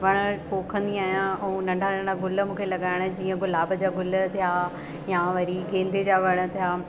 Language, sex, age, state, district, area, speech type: Sindhi, female, 30-45, Madhya Pradesh, Katni, rural, spontaneous